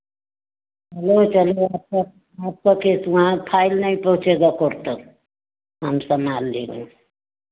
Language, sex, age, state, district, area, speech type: Hindi, female, 60+, Uttar Pradesh, Varanasi, rural, conversation